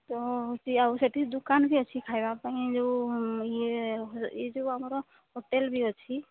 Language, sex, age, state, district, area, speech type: Odia, female, 30-45, Odisha, Mayurbhanj, rural, conversation